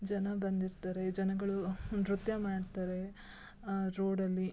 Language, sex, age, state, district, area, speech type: Kannada, female, 18-30, Karnataka, Shimoga, rural, spontaneous